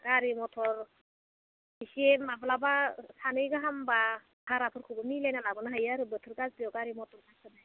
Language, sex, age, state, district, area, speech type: Bodo, female, 30-45, Assam, Udalguri, urban, conversation